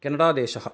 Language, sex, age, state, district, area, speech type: Sanskrit, male, 45-60, Karnataka, Kolar, urban, spontaneous